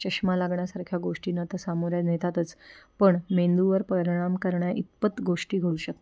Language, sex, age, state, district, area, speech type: Marathi, female, 30-45, Maharashtra, Pune, urban, spontaneous